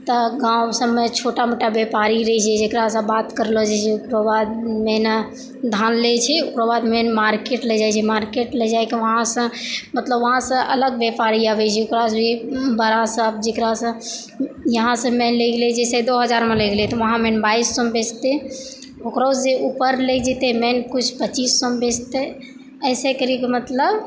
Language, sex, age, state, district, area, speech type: Maithili, female, 18-30, Bihar, Purnia, rural, spontaneous